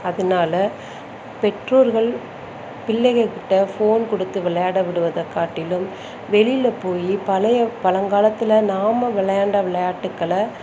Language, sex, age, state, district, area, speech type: Tamil, female, 30-45, Tamil Nadu, Perambalur, rural, spontaneous